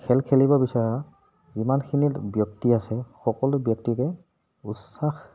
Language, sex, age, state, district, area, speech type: Assamese, male, 30-45, Assam, Lakhimpur, urban, spontaneous